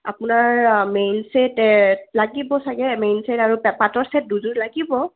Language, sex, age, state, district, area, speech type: Assamese, female, 18-30, Assam, Kamrup Metropolitan, urban, conversation